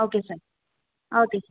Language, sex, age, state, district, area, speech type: Kannada, female, 18-30, Karnataka, Hassan, rural, conversation